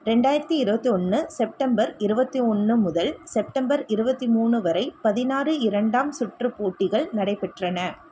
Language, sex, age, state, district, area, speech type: Tamil, female, 30-45, Tamil Nadu, Tiruvallur, urban, read